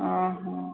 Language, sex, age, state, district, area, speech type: Odia, female, 45-60, Odisha, Sambalpur, rural, conversation